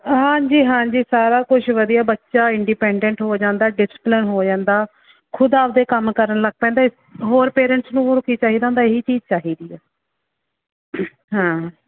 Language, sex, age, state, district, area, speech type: Punjabi, female, 30-45, Punjab, Barnala, rural, conversation